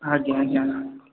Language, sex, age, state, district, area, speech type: Odia, male, 30-45, Odisha, Khordha, rural, conversation